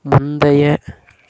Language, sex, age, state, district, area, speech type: Tamil, male, 18-30, Tamil Nadu, Namakkal, rural, read